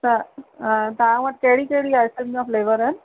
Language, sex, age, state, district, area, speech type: Sindhi, female, 30-45, Rajasthan, Ajmer, urban, conversation